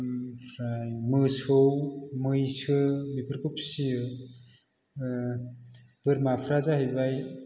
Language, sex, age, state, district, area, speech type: Bodo, male, 30-45, Assam, Chirang, urban, spontaneous